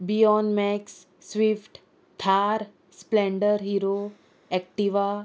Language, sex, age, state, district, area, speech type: Goan Konkani, female, 18-30, Goa, Murmgao, rural, spontaneous